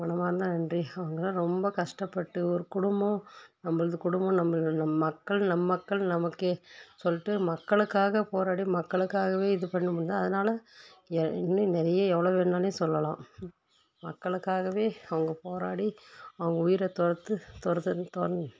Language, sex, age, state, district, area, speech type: Tamil, female, 30-45, Tamil Nadu, Tirupattur, rural, spontaneous